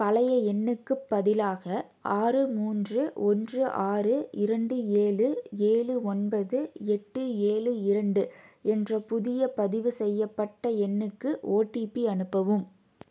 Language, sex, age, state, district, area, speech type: Tamil, female, 18-30, Tamil Nadu, Tiruppur, rural, read